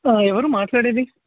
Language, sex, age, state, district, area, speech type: Telugu, male, 18-30, Telangana, Warangal, rural, conversation